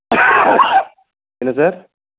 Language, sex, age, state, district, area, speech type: Tamil, male, 45-60, Tamil Nadu, Dharmapuri, rural, conversation